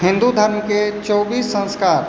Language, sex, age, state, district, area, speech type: Maithili, male, 18-30, Bihar, Supaul, rural, spontaneous